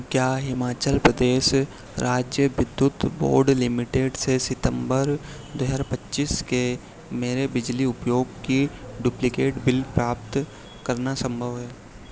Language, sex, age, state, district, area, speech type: Hindi, male, 30-45, Madhya Pradesh, Harda, urban, read